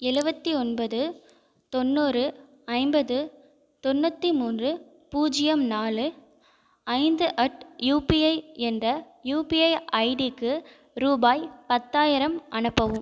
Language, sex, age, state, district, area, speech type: Tamil, female, 18-30, Tamil Nadu, Viluppuram, urban, read